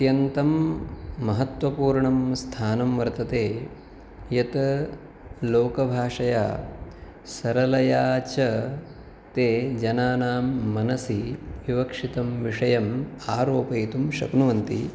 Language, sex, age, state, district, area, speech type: Sanskrit, male, 30-45, Maharashtra, Pune, urban, spontaneous